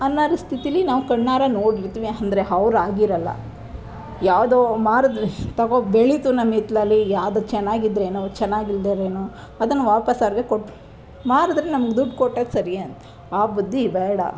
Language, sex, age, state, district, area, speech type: Kannada, female, 30-45, Karnataka, Chamarajanagar, rural, spontaneous